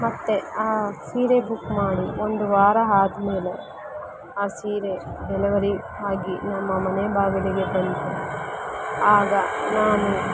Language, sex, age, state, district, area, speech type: Kannada, female, 45-60, Karnataka, Kolar, rural, spontaneous